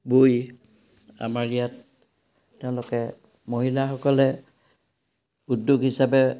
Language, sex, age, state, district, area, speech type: Assamese, male, 60+, Assam, Udalguri, rural, spontaneous